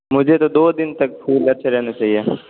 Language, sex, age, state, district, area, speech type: Hindi, male, 18-30, Rajasthan, Jodhpur, urban, conversation